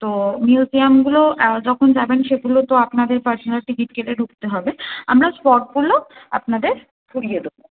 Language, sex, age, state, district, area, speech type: Bengali, female, 18-30, West Bengal, Kolkata, urban, conversation